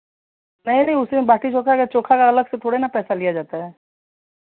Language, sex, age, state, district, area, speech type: Hindi, female, 30-45, Uttar Pradesh, Chandauli, rural, conversation